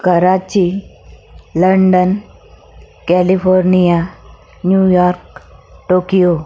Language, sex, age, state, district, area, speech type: Marathi, female, 45-60, Maharashtra, Akola, urban, spontaneous